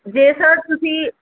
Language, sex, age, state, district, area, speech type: Punjabi, female, 30-45, Punjab, Kapurthala, urban, conversation